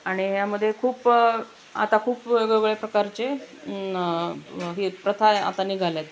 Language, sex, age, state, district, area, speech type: Marathi, female, 45-60, Maharashtra, Osmanabad, rural, spontaneous